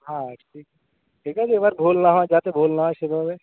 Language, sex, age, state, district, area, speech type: Bengali, male, 18-30, West Bengal, Cooch Behar, urban, conversation